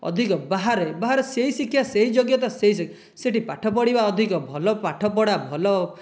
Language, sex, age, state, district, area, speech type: Odia, male, 18-30, Odisha, Dhenkanal, rural, spontaneous